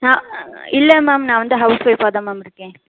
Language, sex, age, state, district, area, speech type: Tamil, female, 45-60, Tamil Nadu, Pudukkottai, rural, conversation